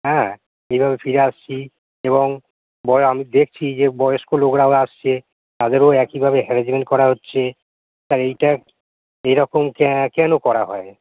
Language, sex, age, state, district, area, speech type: Bengali, male, 45-60, West Bengal, Hooghly, rural, conversation